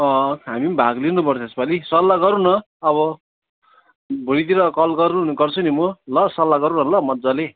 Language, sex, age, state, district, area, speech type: Nepali, male, 30-45, West Bengal, Kalimpong, rural, conversation